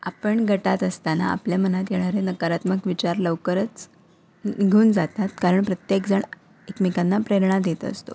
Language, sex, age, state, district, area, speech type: Marathi, female, 18-30, Maharashtra, Ratnagiri, urban, spontaneous